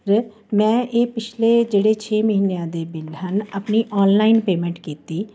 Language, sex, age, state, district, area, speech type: Punjabi, female, 45-60, Punjab, Jalandhar, urban, spontaneous